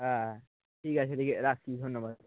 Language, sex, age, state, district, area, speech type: Bengali, male, 30-45, West Bengal, Nadia, rural, conversation